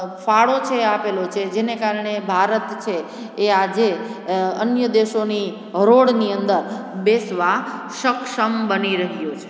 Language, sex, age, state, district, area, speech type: Gujarati, female, 45-60, Gujarat, Amreli, urban, spontaneous